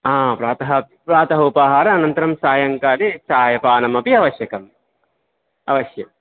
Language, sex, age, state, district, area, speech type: Sanskrit, male, 30-45, Karnataka, Dakshina Kannada, rural, conversation